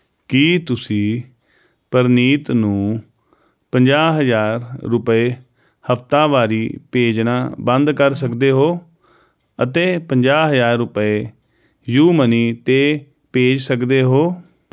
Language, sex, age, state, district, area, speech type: Punjabi, male, 30-45, Punjab, Jalandhar, urban, read